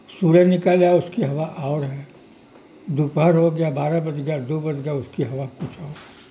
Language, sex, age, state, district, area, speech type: Urdu, male, 60+, Uttar Pradesh, Mirzapur, rural, spontaneous